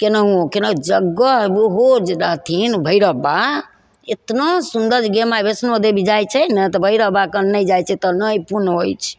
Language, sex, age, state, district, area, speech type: Maithili, female, 60+, Bihar, Begusarai, rural, spontaneous